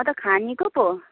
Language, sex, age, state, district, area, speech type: Nepali, female, 30-45, West Bengal, Kalimpong, rural, conversation